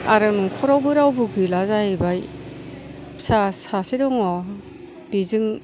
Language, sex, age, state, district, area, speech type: Bodo, female, 60+, Assam, Kokrajhar, rural, spontaneous